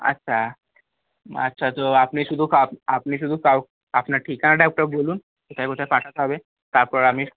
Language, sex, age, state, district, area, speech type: Bengali, male, 30-45, West Bengal, Paschim Bardhaman, urban, conversation